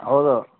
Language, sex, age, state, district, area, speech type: Kannada, male, 30-45, Karnataka, Bagalkot, rural, conversation